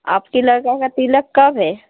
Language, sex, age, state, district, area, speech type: Hindi, female, 60+, Uttar Pradesh, Azamgarh, urban, conversation